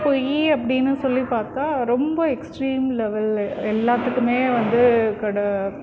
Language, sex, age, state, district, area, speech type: Tamil, female, 30-45, Tamil Nadu, Krishnagiri, rural, spontaneous